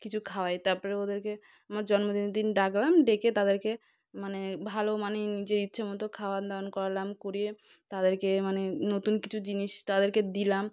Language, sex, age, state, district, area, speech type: Bengali, female, 30-45, West Bengal, South 24 Parganas, rural, spontaneous